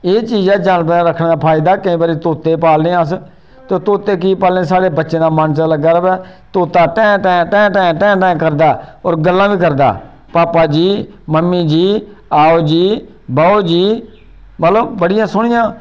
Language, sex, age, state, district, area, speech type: Dogri, male, 45-60, Jammu and Kashmir, Reasi, rural, spontaneous